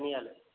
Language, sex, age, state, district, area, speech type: Telugu, male, 18-30, Andhra Pradesh, East Godavari, urban, conversation